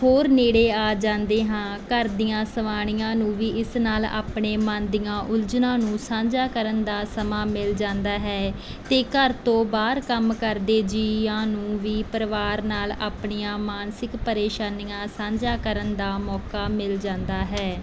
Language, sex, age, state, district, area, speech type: Punjabi, female, 18-30, Punjab, Bathinda, rural, spontaneous